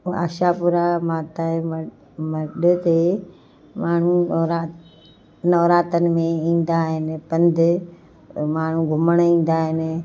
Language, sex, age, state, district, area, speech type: Sindhi, female, 45-60, Gujarat, Kutch, urban, spontaneous